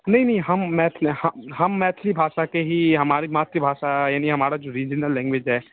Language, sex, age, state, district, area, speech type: Hindi, male, 30-45, Bihar, Darbhanga, rural, conversation